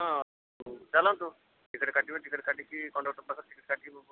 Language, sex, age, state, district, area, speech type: Odia, male, 60+, Odisha, Jajpur, rural, conversation